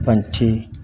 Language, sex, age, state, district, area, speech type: Punjabi, male, 45-60, Punjab, Pathankot, rural, spontaneous